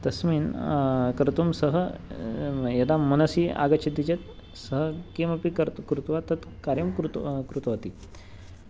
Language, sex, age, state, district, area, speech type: Sanskrit, male, 18-30, Maharashtra, Nagpur, urban, spontaneous